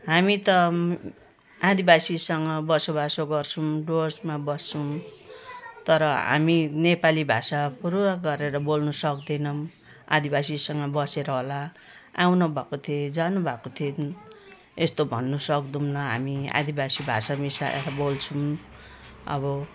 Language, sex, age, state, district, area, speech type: Nepali, female, 60+, West Bengal, Jalpaiguri, urban, spontaneous